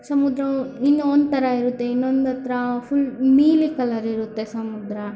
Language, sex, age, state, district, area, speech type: Kannada, female, 18-30, Karnataka, Chitradurga, rural, spontaneous